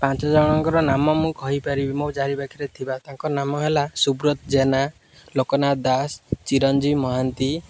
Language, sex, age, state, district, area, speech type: Odia, male, 18-30, Odisha, Jagatsinghpur, rural, spontaneous